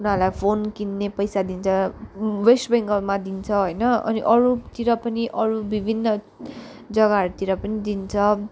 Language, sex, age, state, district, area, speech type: Nepali, female, 18-30, West Bengal, Kalimpong, rural, spontaneous